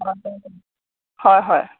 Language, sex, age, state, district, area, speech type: Assamese, female, 30-45, Assam, Golaghat, rural, conversation